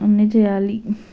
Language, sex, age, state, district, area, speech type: Telugu, female, 18-30, Telangana, Medchal, urban, spontaneous